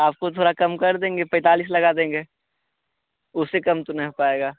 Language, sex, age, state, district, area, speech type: Hindi, male, 18-30, Bihar, Begusarai, rural, conversation